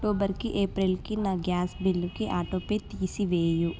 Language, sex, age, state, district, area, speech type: Telugu, female, 18-30, Telangana, Hyderabad, urban, read